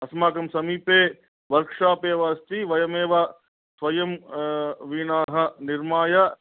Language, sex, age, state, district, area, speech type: Sanskrit, male, 45-60, Andhra Pradesh, Guntur, urban, conversation